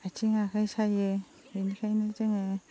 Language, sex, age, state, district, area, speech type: Bodo, female, 30-45, Assam, Baksa, rural, spontaneous